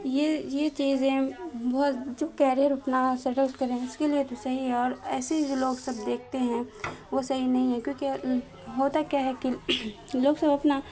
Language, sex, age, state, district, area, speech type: Urdu, female, 18-30, Bihar, Khagaria, rural, spontaneous